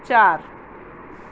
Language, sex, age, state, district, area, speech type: Gujarati, female, 30-45, Gujarat, Ahmedabad, urban, read